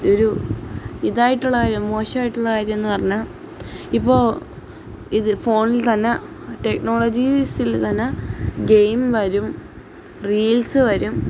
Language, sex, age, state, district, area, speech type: Malayalam, female, 18-30, Kerala, Alappuzha, rural, spontaneous